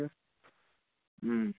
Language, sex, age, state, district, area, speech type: Bodo, male, 18-30, Assam, Kokrajhar, rural, conversation